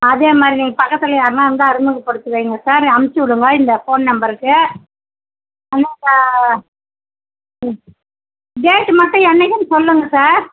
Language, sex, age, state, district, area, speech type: Tamil, female, 60+, Tamil Nadu, Mayiladuthurai, rural, conversation